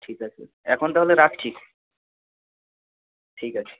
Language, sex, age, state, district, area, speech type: Bengali, male, 45-60, West Bengal, Purulia, urban, conversation